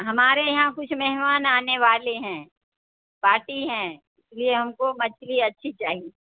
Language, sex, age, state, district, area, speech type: Urdu, female, 60+, Bihar, Supaul, rural, conversation